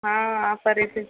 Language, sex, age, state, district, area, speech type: Kannada, female, 45-60, Karnataka, Chitradurga, urban, conversation